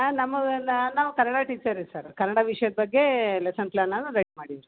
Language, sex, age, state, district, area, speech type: Kannada, female, 30-45, Karnataka, Gulbarga, urban, conversation